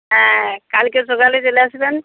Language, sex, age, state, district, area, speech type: Bengali, female, 30-45, West Bengal, Uttar Dinajpur, rural, conversation